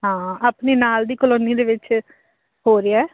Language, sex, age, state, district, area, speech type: Punjabi, female, 30-45, Punjab, Fazilka, rural, conversation